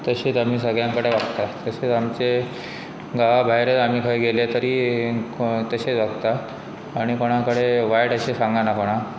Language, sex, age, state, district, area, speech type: Goan Konkani, male, 45-60, Goa, Pernem, rural, spontaneous